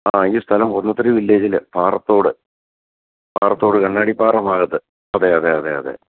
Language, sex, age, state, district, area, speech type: Malayalam, male, 60+, Kerala, Idukki, rural, conversation